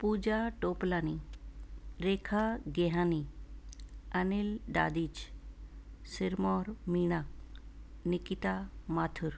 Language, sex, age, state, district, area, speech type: Sindhi, female, 60+, Rajasthan, Ajmer, urban, spontaneous